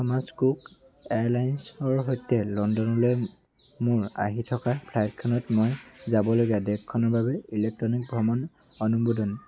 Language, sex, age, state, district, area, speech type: Assamese, male, 18-30, Assam, Dhemaji, urban, read